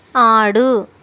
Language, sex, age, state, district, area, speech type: Telugu, female, 30-45, Andhra Pradesh, Eluru, rural, read